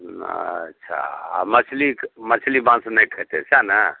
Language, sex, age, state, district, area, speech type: Maithili, male, 60+, Bihar, Araria, rural, conversation